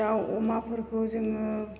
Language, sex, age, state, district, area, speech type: Bodo, female, 45-60, Assam, Chirang, rural, spontaneous